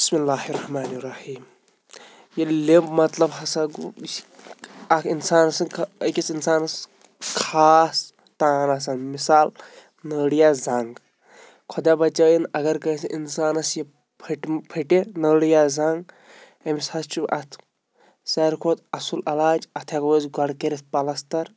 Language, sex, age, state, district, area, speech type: Kashmiri, male, 30-45, Jammu and Kashmir, Shopian, rural, spontaneous